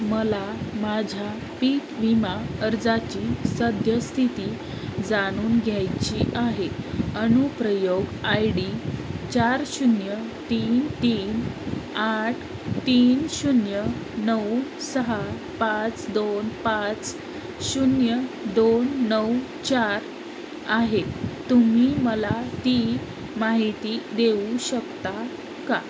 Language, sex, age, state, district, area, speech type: Marathi, female, 30-45, Maharashtra, Osmanabad, rural, read